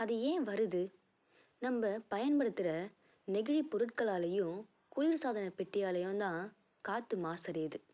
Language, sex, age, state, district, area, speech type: Tamil, female, 18-30, Tamil Nadu, Tiruvallur, rural, spontaneous